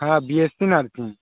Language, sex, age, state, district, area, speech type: Bengali, male, 60+, West Bengal, Nadia, rural, conversation